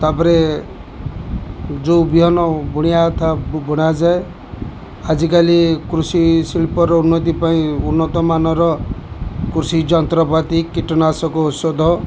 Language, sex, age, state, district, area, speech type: Odia, male, 45-60, Odisha, Kendujhar, urban, spontaneous